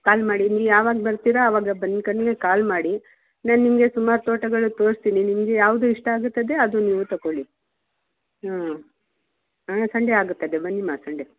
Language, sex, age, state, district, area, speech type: Kannada, female, 45-60, Karnataka, Mysore, urban, conversation